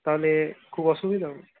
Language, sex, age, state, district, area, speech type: Bengali, male, 30-45, West Bengal, Purulia, urban, conversation